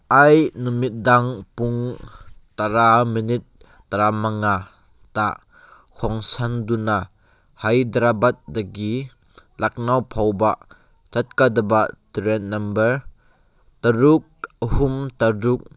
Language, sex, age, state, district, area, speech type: Manipuri, male, 18-30, Manipur, Kangpokpi, urban, read